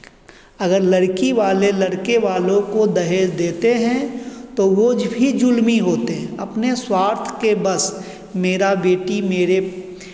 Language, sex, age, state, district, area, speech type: Hindi, male, 45-60, Bihar, Begusarai, urban, spontaneous